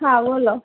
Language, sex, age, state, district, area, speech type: Gujarati, female, 30-45, Gujarat, Morbi, urban, conversation